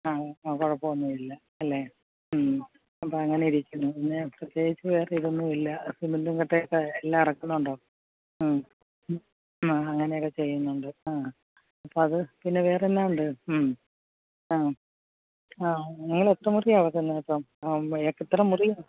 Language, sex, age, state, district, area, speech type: Malayalam, female, 60+, Kerala, Alappuzha, rural, conversation